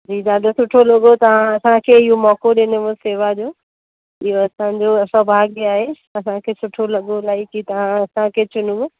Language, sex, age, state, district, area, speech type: Sindhi, female, 30-45, Uttar Pradesh, Lucknow, urban, conversation